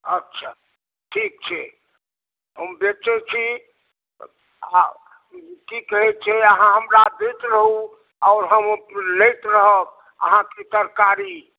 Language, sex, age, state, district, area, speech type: Maithili, male, 60+, Bihar, Darbhanga, rural, conversation